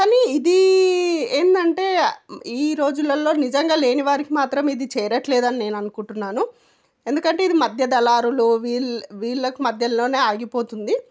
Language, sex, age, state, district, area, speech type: Telugu, female, 45-60, Telangana, Jangaon, rural, spontaneous